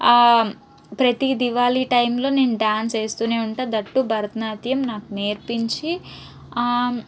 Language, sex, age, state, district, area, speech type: Telugu, female, 18-30, Andhra Pradesh, Guntur, urban, spontaneous